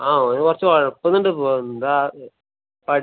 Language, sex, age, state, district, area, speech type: Malayalam, male, 45-60, Kerala, Kasaragod, rural, conversation